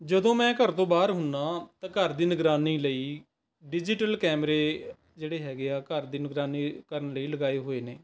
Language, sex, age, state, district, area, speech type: Punjabi, male, 45-60, Punjab, Rupnagar, urban, spontaneous